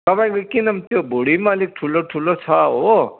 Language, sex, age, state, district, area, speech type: Nepali, male, 60+, West Bengal, Kalimpong, rural, conversation